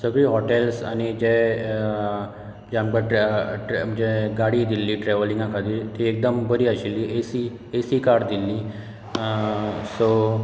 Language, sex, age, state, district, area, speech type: Goan Konkani, male, 30-45, Goa, Bardez, rural, spontaneous